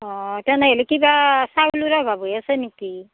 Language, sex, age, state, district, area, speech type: Assamese, female, 60+, Assam, Darrang, rural, conversation